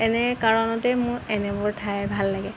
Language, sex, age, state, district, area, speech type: Assamese, female, 18-30, Assam, Lakhimpur, rural, spontaneous